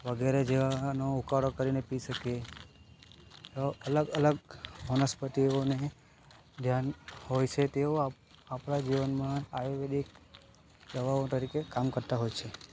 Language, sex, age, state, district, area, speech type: Gujarati, male, 18-30, Gujarat, Narmada, rural, spontaneous